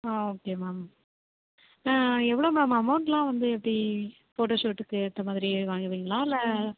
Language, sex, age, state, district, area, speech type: Tamil, female, 18-30, Tamil Nadu, Tiruvarur, rural, conversation